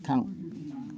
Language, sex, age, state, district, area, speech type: Bodo, male, 60+, Assam, Chirang, rural, read